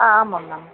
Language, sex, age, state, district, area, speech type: Tamil, female, 30-45, Tamil Nadu, Chennai, urban, conversation